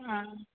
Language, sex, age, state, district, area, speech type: Maithili, male, 18-30, Bihar, Sitamarhi, urban, conversation